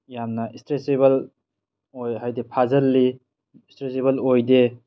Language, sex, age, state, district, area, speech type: Manipuri, male, 18-30, Manipur, Tengnoupal, rural, spontaneous